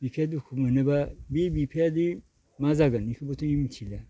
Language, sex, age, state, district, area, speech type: Bodo, male, 60+, Assam, Baksa, rural, spontaneous